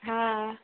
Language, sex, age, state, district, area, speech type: Marathi, female, 18-30, Maharashtra, Washim, urban, conversation